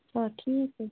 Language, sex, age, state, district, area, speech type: Kashmiri, female, 18-30, Jammu and Kashmir, Bandipora, rural, conversation